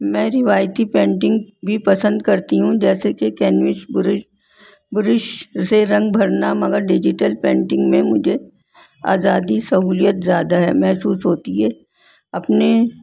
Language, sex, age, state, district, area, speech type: Urdu, female, 60+, Delhi, North East Delhi, urban, spontaneous